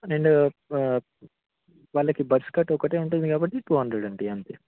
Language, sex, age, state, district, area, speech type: Telugu, male, 18-30, Telangana, Ranga Reddy, urban, conversation